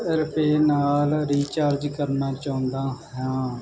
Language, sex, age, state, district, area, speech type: Punjabi, male, 18-30, Punjab, Muktsar, urban, read